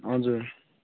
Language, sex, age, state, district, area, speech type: Nepali, male, 18-30, West Bengal, Darjeeling, rural, conversation